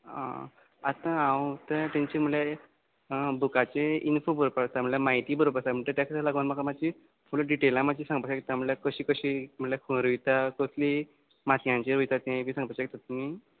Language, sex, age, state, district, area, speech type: Goan Konkani, male, 18-30, Goa, Quepem, rural, conversation